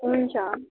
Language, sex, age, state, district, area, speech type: Nepali, female, 18-30, West Bengal, Darjeeling, rural, conversation